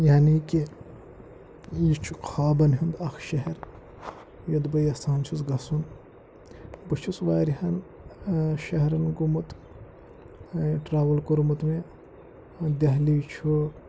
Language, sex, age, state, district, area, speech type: Kashmiri, male, 18-30, Jammu and Kashmir, Pulwama, rural, spontaneous